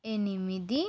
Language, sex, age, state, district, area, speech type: Telugu, female, 18-30, Andhra Pradesh, Krishna, urban, read